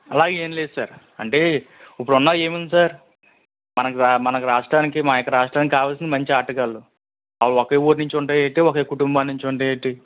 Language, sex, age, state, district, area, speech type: Telugu, male, 18-30, Andhra Pradesh, East Godavari, rural, conversation